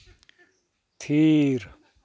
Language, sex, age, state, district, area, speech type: Santali, male, 60+, Jharkhand, East Singhbhum, rural, read